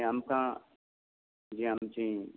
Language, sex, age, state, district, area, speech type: Goan Konkani, male, 45-60, Goa, Tiswadi, rural, conversation